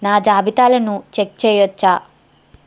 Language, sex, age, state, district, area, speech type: Telugu, female, 18-30, Andhra Pradesh, Eluru, rural, read